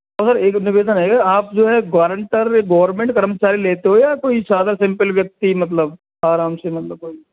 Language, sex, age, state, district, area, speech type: Hindi, male, 60+, Rajasthan, Karauli, rural, conversation